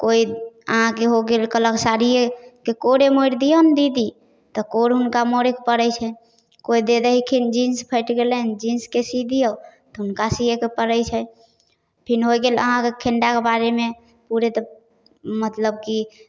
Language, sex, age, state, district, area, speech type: Maithili, female, 18-30, Bihar, Samastipur, rural, spontaneous